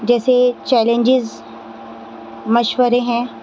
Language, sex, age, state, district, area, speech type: Urdu, female, 30-45, Delhi, Central Delhi, urban, spontaneous